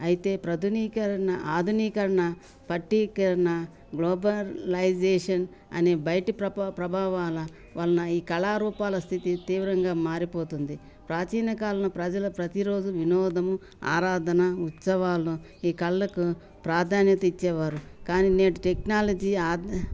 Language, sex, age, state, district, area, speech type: Telugu, female, 60+, Telangana, Ranga Reddy, rural, spontaneous